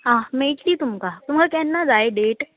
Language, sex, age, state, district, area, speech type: Goan Konkani, female, 18-30, Goa, Murmgao, urban, conversation